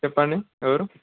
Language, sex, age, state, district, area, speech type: Telugu, male, 30-45, Telangana, Ranga Reddy, urban, conversation